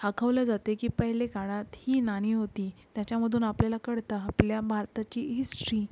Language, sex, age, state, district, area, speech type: Marathi, female, 18-30, Maharashtra, Yavatmal, urban, spontaneous